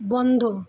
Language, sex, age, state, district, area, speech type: Bengali, female, 30-45, West Bengal, Kolkata, urban, read